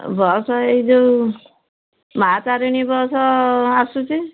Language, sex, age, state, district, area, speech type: Odia, female, 60+, Odisha, Kendujhar, urban, conversation